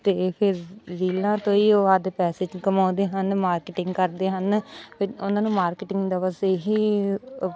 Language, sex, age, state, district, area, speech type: Punjabi, female, 30-45, Punjab, Bathinda, rural, spontaneous